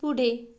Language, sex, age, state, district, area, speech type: Marathi, female, 30-45, Maharashtra, Wardha, urban, read